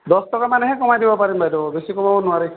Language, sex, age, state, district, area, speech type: Assamese, male, 18-30, Assam, Sonitpur, rural, conversation